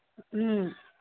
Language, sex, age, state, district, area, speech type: Manipuri, female, 18-30, Manipur, Kangpokpi, urban, conversation